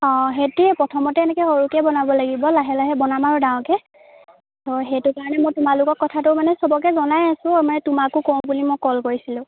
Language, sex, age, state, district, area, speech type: Assamese, female, 18-30, Assam, Lakhimpur, rural, conversation